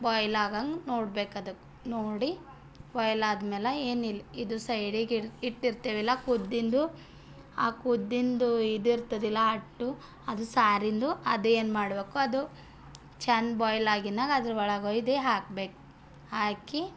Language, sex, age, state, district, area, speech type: Kannada, female, 18-30, Karnataka, Bidar, urban, spontaneous